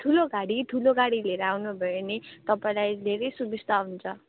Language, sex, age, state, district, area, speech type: Nepali, female, 30-45, West Bengal, Darjeeling, rural, conversation